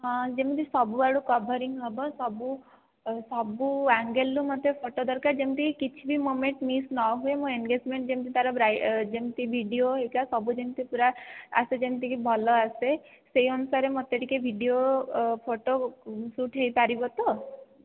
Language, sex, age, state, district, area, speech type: Odia, female, 30-45, Odisha, Jajpur, rural, conversation